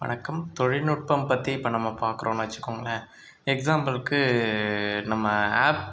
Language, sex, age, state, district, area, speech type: Tamil, male, 30-45, Tamil Nadu, Pudukkottai, rural, spontaneous